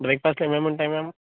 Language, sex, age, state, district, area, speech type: Telugu, male, 30-45, Telangana, Vikarabad, urban, conversation